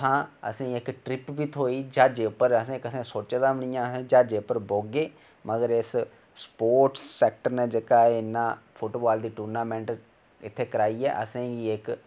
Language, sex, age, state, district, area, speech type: Dogri, male, 18-30, Jammu and Kashmir, Reasi, rural, spontaneous